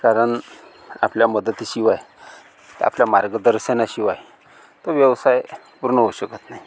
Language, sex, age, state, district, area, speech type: Marathi, male, 45-60, Maharashtra, Amravati, rural, spontaneous